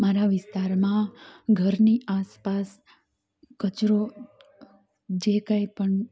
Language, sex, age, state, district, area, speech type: Gujarati, female, 30-45, Gujarat, Amreli, rural, spontaneous